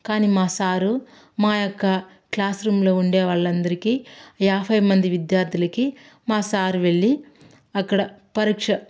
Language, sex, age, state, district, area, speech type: Telugu, female, 60+, Andhra Pradesh, Sri Balaji, urban, spontaneous